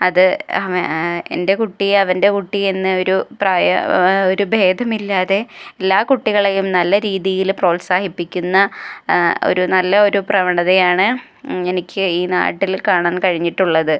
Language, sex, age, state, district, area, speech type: Malayalam, female, 18-30, Kerala, Malappuram, rural, spontaneous